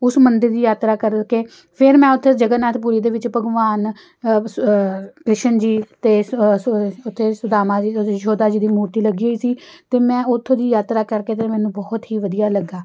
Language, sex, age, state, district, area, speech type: Punjabi, female, 45-60, Punjab, Amritsar, urban, spontaneous